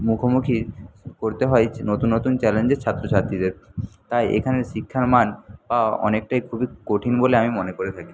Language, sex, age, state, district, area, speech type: Bengali, male, 30-45, West Bengal, Jhargram, rural, spontaneous